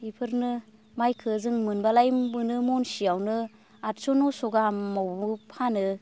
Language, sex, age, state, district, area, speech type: Bodo, female, 30-45, Assam, Baksa, rural, spontaneous